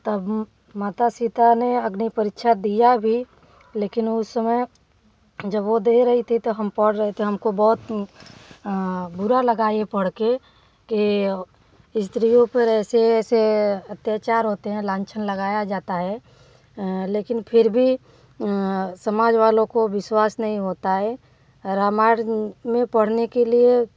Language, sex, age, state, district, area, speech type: Hindi, female, 30-45, Uttar Pradesh, Varanasi, rural, spontaneous